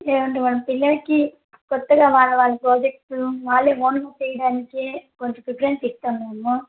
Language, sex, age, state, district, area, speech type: Telugu, female, 30-45, Andhra Pradesh, Kadapa, rural, conversation